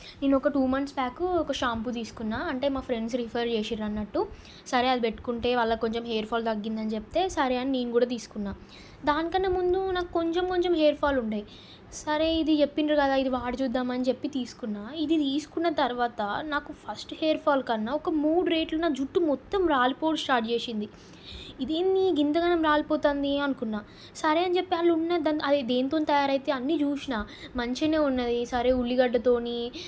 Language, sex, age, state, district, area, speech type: Telugu, female, 18-30, Telangana, Peddapalli, urban, spontaneous